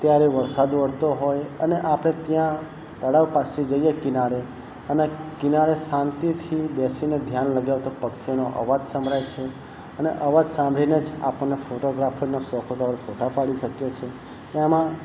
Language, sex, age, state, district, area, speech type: Gujarati, male, 30-45, Gujarat, Narmada, rural, spontaneous